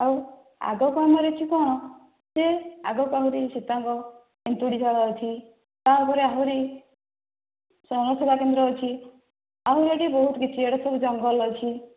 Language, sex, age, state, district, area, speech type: Odia, female, 30-45, Odisha, Dhenkanal, rural, conversation